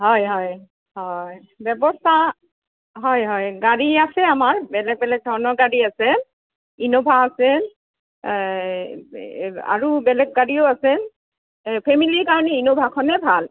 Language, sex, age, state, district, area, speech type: Assamese, female, 60+, Assam, Barpeta, rural, conversation